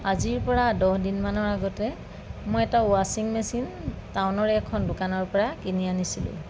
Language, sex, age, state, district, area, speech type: Assamese, female, 45-60, Assam, Lakhimpur, rural, spontaneous